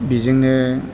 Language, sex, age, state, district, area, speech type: Bodo, male, 60+, Assam, Chirang, rural, spontaneous